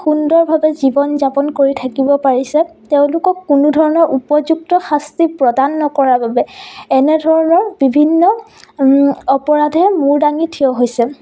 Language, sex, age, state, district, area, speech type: Assamese, female, 18-30, Assam, Biswanath, rural, spontaneous